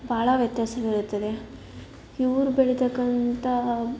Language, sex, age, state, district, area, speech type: Kannada, female, 18-30, Karnataka, Davanagere, rural, spontaneous